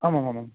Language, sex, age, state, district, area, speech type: Sanskrit, male, 30-45, West Bengal, Dakshin Dinajpur, urban, conversation